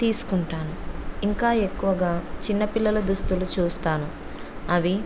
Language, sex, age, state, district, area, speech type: Telugu, female, 30-45, Andhra Pradesh, Kurnool, rural, spontaneous